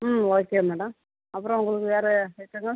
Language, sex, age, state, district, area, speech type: Tamil, female, 45-60, Tamil Nadu, Cuddalore, rural, conversation